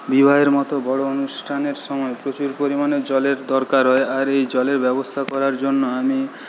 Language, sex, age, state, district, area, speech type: Bengali, male, 18-30, West Bengal, Paschim Medinipur, rural, spontaneous